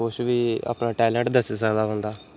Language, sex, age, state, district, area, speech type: Dogri, male, 30-45, Jammu and Kashmir, Reasi, rural, spontaneous